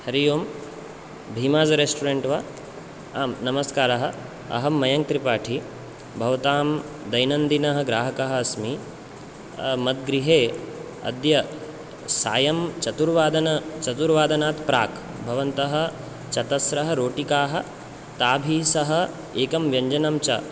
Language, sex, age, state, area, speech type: Sanskrit, male, 18-30, Chhattisgarh, rural, spontaneous